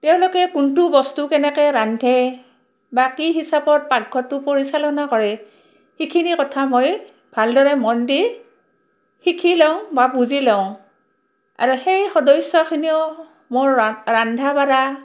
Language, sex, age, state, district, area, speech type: Assamese, female, 45-60, Assam, Barpeta, rural, spontaneous